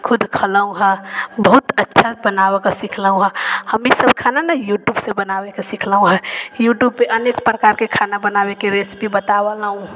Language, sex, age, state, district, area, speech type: Maithili, female, 45-60, Bihar, Sitamarhi, rural, spontaneous